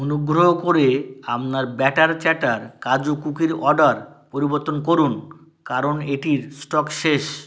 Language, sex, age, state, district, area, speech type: Bengali, male, 30-45, West Bengal, South 24 Parganas, rural, read